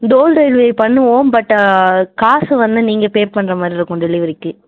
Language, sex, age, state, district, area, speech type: Tamil, female, 45-60, Tamil Nadu, Cuddalore, urban, conversation